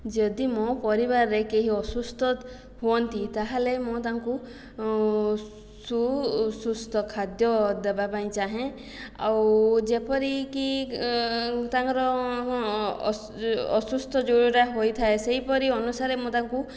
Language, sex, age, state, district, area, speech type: Odia, female, 18-30, Odisha, Jajpur, rural, spontaneous